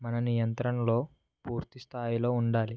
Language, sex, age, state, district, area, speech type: Telugu, male, 18-30, Andhra Pradesh, West Godavari, rural, spontaneous